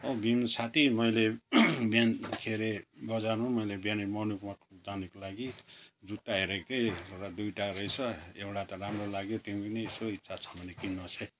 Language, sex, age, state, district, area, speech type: Nepali, male, 60+, West Bengal, Kalimpong, rural, spontaneous